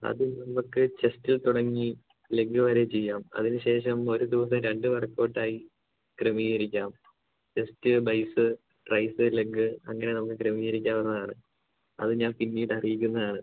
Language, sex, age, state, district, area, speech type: Malayalam, male, 18-30, Kerala, Idukki, urban, conversation